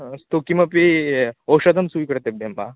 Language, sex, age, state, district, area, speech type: Sanskrit, male, 18-30, West Bengal, Paschim Medinipur, rural, conversation